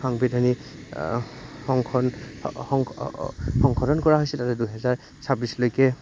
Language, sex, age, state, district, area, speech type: Assamese, male, 18-30, Assam, Goalpara, rural, spontaneous